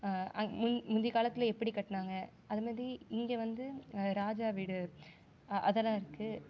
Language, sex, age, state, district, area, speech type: Tamil, female, 18-30, Tamil Nadu, Sivaganga, rural, spontaneous